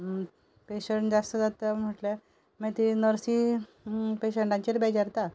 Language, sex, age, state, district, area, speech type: Goan Konkani, female, 45-60, Goa, Ponda, rural, spontaneous